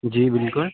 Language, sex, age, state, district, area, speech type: Urdu, male, 18-30, Delhi, Central Delhi, urban, conversation